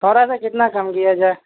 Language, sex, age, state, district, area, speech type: Urdu, male, 18-30, Uttar Pradesh, Gautam Buddha Nagar, urban, conversation